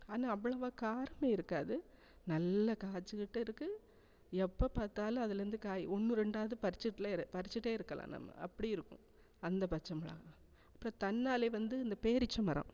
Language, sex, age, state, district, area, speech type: Tamil, female, 45-60, Tamil Nadu, Thanjavur, urban, spontaneous